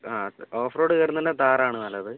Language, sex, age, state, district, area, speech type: Malayalam, male, 30-45, Kerala, Wayanad, rural, conversation